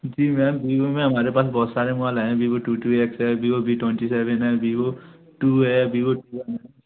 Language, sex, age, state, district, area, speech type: Hindi, male, 30-45, Madhya Pradesh, Gwalior, rural, conversation